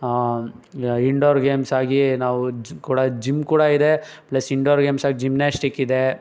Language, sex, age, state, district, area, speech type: Kannada, male, 18-30, Karnataka, Tumkur, urban, spontaneous